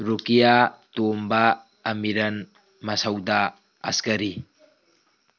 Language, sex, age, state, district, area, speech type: Manipuri, male, 18-30, Manipur, Tengnoupal, rural, spontaneous